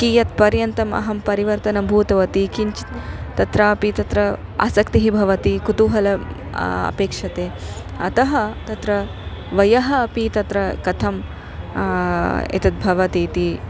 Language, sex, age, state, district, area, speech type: Sanskrit, female, 30-45, Karnataka, Dharwad, urban, spontaneous